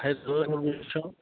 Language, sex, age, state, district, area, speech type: Assamese, female, 30-45, Assam, Goalpara, rural, conversation